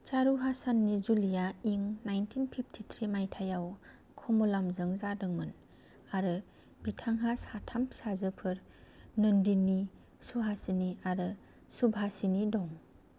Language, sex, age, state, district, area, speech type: Bodo, female, 18-30, Assam, Kokrajhar, rural, read